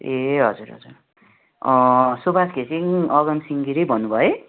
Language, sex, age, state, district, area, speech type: Nepali, male, 18-30, West Bengal, Darjeeling, rural, conversation